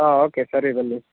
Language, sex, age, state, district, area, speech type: Kannada, male, 18-30, Karnataka, Mysore, rural, conversation